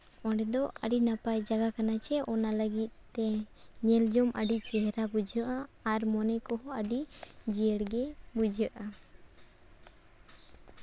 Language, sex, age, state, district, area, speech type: Santali, female, 18-30, Jharkhand, Seraikela Kharsawan, rural, spontaneous